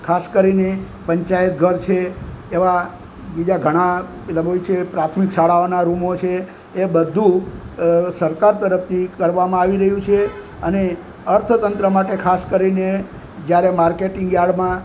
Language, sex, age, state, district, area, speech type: Gujarati, male, 60+, Gujarat, Junagadh, urban, spontaneous